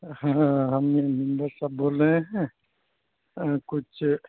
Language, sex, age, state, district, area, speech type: Urdu, male, 18-30, Bihar, Purnia, rural, conversation